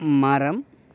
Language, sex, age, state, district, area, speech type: Tamil, male, 60+, Tamil Nadu, Mayiladuthurai, rural, read